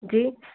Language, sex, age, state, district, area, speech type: Hindi, female, 60+, Madhya Pradesh, Bhopal, urban, conversation